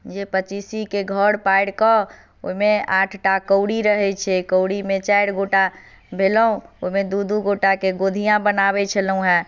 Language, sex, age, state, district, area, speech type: Maithili, female, 30-45, Bihar, Madhubani, rural, spontaneous